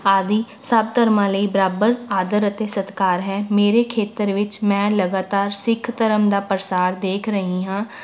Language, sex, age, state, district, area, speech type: Punjabi, female, 18-30, Punjab, Rupnagar, urban, spontaneous